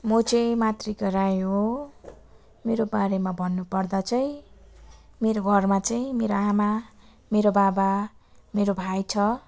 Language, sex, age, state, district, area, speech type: Nepali, female, 18-30, West Bengal, Darjeeling, rural, spontaneous